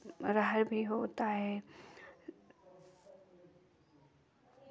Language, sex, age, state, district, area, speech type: Hindi, female, 30-45, Uttar Pradesh, Chandauli, urban, spontaneous